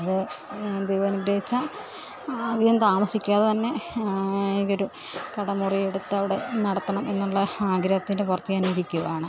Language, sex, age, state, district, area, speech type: Malayalam, female, 30-45, Kerala, Pathanamthitta, rural, spontaneous